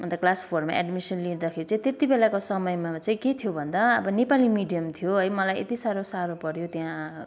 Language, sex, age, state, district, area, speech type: Nepali, female, 30-45, West Bengal, Kalimpong, rural, spontaneous